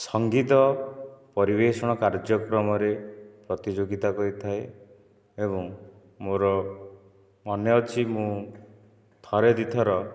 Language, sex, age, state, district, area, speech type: Odia, male, 30-45, Odisha, Nayagarh, rural, spontaneous